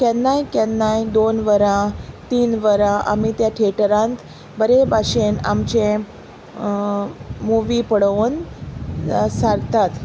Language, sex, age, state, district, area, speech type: Goan Konkani, female, 30-45, Goa, Salcete, rural, spontaneous